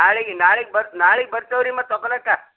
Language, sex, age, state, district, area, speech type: Kannada, male, 60+, Karnataka, Bidar, rural, conversation